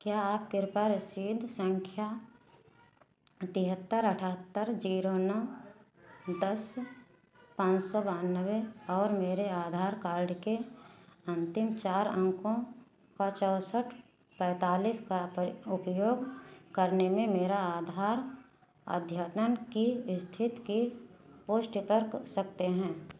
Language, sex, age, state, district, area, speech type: Hindi, female, 60+, Uttar Pradesh, Ayodhya, rural, read